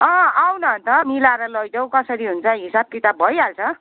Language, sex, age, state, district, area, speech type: Nepali, female, 60+, West Bengal, Kalimpong, rural, conversation